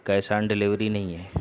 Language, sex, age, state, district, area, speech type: Urdu, male, 18-30, Bihar, Purnia, rural, spontaneous